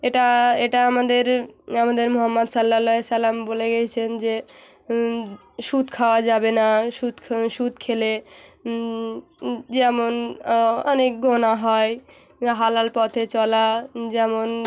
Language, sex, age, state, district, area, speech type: Bengali, female, 18-30, West Bengal, Hooghly, urban, spontaneous